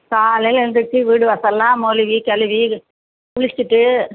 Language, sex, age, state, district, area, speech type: Tamil, female, 60+, Tamil Nadu, Perambalur, rural, conversation